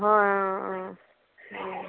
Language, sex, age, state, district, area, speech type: Assamese, female, 30-45, Assam, Majuli, urban, conversation